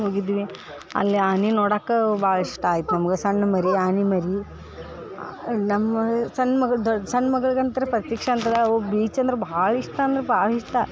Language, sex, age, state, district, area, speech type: Kannada, female, 18-30, Karnataka, Dharwad, urban, spontaneous